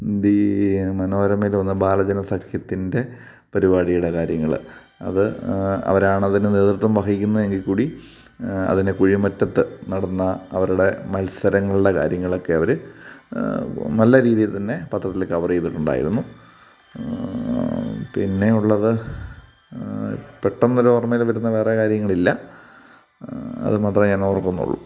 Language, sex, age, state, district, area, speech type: Malayalam, male, 30-45, Kerala, Kottayam, rural, spontaneous